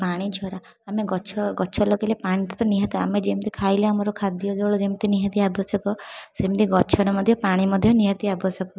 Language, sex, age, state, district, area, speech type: Odia, female, 18-30, Odisha, Puri, urban, spontaneous